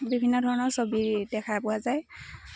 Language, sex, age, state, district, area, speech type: Assamese, female, 18-30, Assam, Lakhimpur, rural, spontaneous